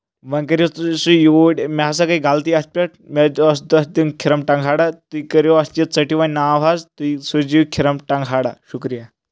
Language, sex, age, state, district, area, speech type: Kashmiri, male, 18-30, Jammu and Kashmir, Anantnag, rural, spontaneous